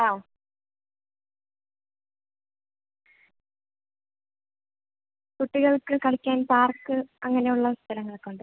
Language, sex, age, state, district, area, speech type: Malayalam, female, 18-30, Kerala, Thiruvananthapuram, rural, conversation